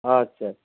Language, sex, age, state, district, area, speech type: Bengali, male, 45-60, West Bengal, Dakshin Dinajpur, rural, conversation